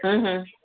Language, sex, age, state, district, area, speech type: Urdu, female, 60+, Delhi, South Delhi, urban, conversation